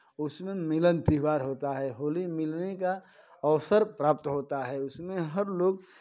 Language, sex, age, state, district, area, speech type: Hindi, male, 45-60, Uttar Pradesh, Chandauli, urban, spontaneous